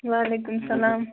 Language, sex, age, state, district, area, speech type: Kashmiri, female, 18-30, Jammu and Kashmir, Pulwama, rural, conversation